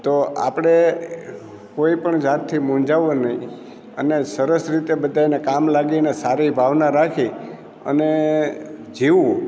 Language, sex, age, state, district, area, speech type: Gujarati, male, 60+, Gujarat, Amreli, rural, spontaneous